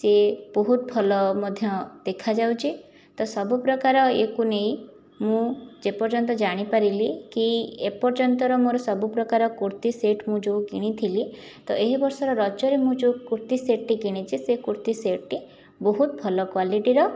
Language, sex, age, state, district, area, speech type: Odia, female, 18-30, Odisha, Jajpur, rural, spontaneous